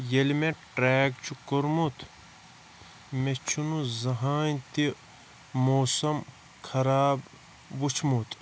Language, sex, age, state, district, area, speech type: Kashmiri, male, 30-45, Jammu and Kashmir, Shopian, rural, spontaneous